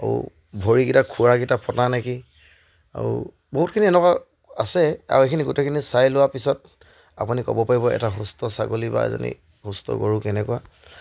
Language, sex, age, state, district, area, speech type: Assamese, male, 30-45, Assam, Charaideo, rural, spontaneous